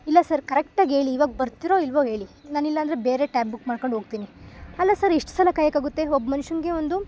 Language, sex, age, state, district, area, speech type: Kannada, female, 18-30, Karnataka, Chikkamagaluru, rural, spontaneous